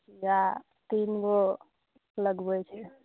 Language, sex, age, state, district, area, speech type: Maithili, female, 30-45, Bihar, Araria, rural, conversation